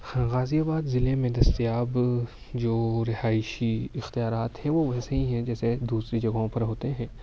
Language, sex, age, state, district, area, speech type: Urdu, male, 18-30, Uttar Pradesh, Ghaziabad, urban, spontaneous